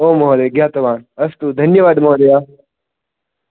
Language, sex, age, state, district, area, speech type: Sanskrit, male, 18-30, Rajasthan, Jodhpur, rural, conversation